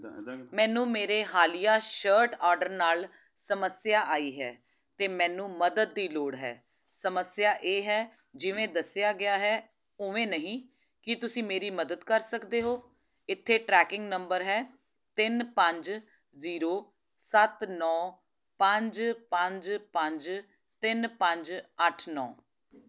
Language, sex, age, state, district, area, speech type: Punjabi, female, 30-45, Punjab, Jalandhar, urban, read